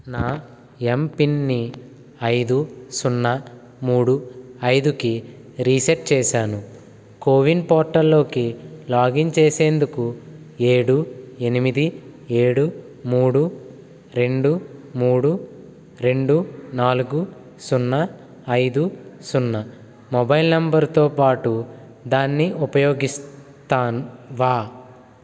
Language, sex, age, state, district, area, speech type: Telugu, male, 18-30, Andhra Pradesh, Eluru, rural, read